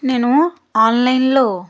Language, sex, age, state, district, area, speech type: Telugu, female, 30-45, Andhra Pradesh, Guntur, rural, spontaneous